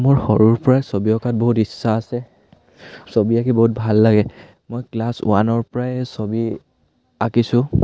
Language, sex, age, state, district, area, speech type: Assamese, male, 18-30, Assam, Sivasagar, rural, spontaneous